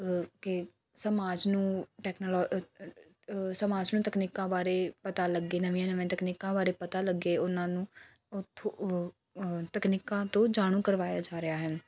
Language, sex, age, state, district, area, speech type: Punjabi, female, 18-30, Punjab, Faridkot, urban, spontaneous